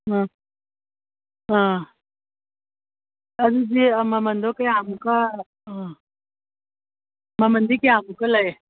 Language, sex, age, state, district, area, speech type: Manipuri, female, 45-60, Manipur, Imphal East, rural, conversation